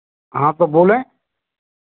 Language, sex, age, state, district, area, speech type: Hindi, male, 45-60, Rajasthan, Bharatpur, urban, conversation